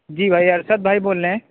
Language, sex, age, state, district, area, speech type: Urdu, male, 30-45, Uttar Pradesh, Aligarh, urban, conversation